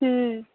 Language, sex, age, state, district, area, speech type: Marathi, female, 18-30, Maharashtra, Wardha, urban, conversation